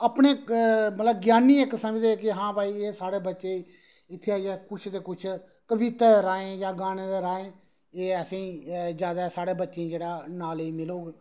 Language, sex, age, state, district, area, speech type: Dogri, male, 30-45, Jammu and Kashmir, Reasi, rural, spontaneous